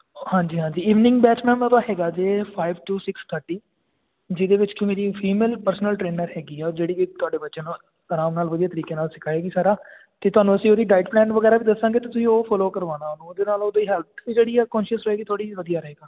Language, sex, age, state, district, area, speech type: Punjabi, male, 18-30, Punjab, Tarn Taran, urban, conversation